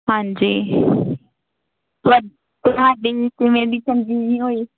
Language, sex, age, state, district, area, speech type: Punjabi, female, 18-30, Punjab, Pathankot, rural, conversation